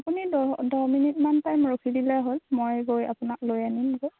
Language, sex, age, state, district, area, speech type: Assamese, female, 18-30, Assam, Darrang, rural, conversation